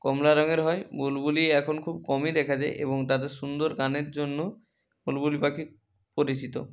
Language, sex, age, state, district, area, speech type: Bengali, male, 60+, West Bengal, Nadia, rural, spontaneous